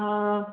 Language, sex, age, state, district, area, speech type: Hindi, female, 30-45, Uttar Pradesh, Ghazipur, urban, conversation